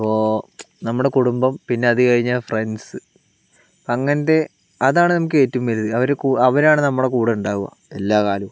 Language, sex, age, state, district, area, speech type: Malayalam, male, 60+, Kerala, Palakkad, rural, spontaneous